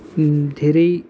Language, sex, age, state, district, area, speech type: Nepali, male, 18-30, West Bengal, Kalimpong, rural, spontaneous